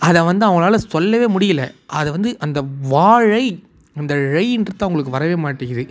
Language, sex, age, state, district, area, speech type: Tamil, male, 18-30, Tamil Nadu, Tiruvannamalai, urban, spontaneous